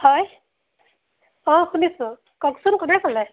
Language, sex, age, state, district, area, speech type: Assamese, female, 18-30, Assam, Majuli, urban, conversation